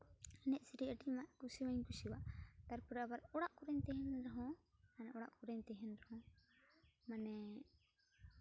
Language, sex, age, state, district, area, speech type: Santali, female, 18-30, West Bengal, Uttar Dinajpur, rural, spontaneous